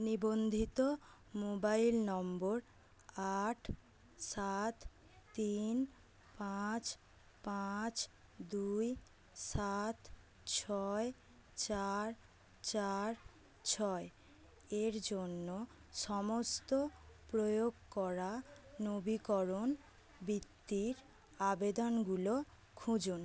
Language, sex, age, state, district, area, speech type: Bengali, female, 18-30, West Bengal, North 24 Parganas, urban, read